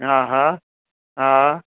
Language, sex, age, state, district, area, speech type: Sindhi, male, 60+, Gujarat, Kutch, rural, conversation